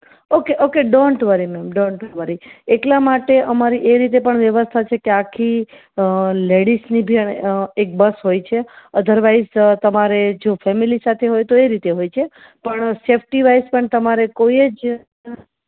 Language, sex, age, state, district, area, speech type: Gujarati, female, 30-45, Gujarat, Rajkot, urban, conversation